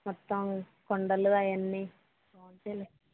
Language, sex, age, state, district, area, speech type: Telugu, female, 18-30, Andhra Pradesh, Eluru, rural, conversation